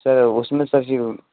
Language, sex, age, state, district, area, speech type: Hindi, male, 18-30, Rajasthan, Jodhpur, rural, conversation